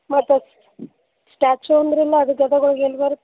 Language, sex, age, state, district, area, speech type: Kannada, female, 18-30, Karnataka, Gadag, rural, conversation